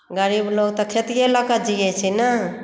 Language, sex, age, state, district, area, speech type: Maithili, female, 60+, Bihar, Madhubani, rural, spontaneous